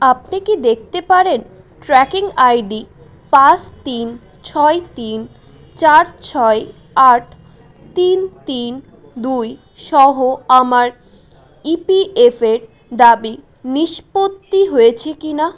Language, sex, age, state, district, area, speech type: Bengali, female, 18-30, West Bengal, Malda, rural, read